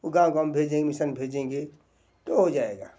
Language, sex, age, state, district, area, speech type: Hindi, male, 60+, Uttar Pradesh, Bhadohi, rural, spontaneous